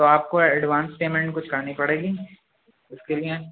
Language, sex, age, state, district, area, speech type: Urdu, male, 18-30, Uttar Pradesh, Rampur, urban, conversation